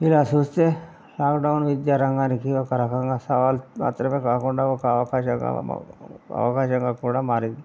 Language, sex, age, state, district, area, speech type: Telugu, male, 60+, Telangana, Hanamkonda, rural, spontaneous